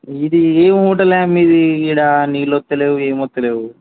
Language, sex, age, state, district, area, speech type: Telugu, male, 18-30, Telangana, Ranga Reddy, urban, conversation